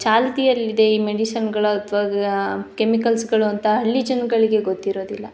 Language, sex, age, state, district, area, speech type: Kannada, female, 18-30, Karnataka, Chikkamagaluru, rural, spontaneous